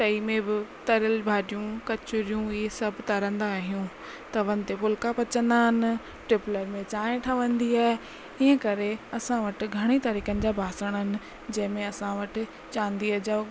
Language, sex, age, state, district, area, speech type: Sindhi, female, 30-45, Rajasthan, Ajmer, urban, spontaneous